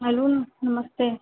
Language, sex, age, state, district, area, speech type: Hindi, female, 30-45, Uttar Pradesh, Sitapur, rural, conversation